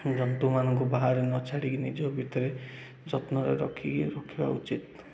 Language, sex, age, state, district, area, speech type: Odia, male, 18-30, Odisha, Koraput, urban, spontaneous